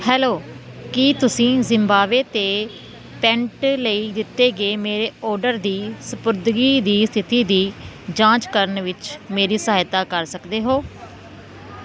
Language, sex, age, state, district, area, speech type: Punjabi, female, 30-45, Punjab, Kapurthala, rural, read